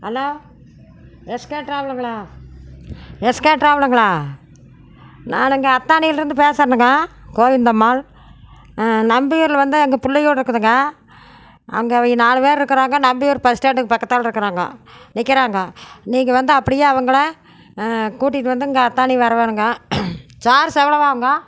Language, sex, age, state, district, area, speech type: Tamil, female, 60+, Tamil Nadu, Erode, urban, spontaneous